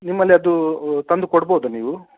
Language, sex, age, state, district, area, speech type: Kannada, male, 18-30, Karnataka, Udupi, rural, conversation